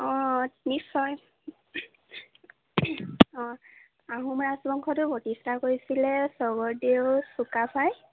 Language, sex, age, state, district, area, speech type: Assamese, female, 18-30, Assam, Sivasagar, urban, conversation